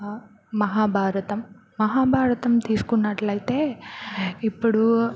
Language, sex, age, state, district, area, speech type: Telugu, female, 18-30, Andhra Pradesh, Bapatla, rural, spontaneous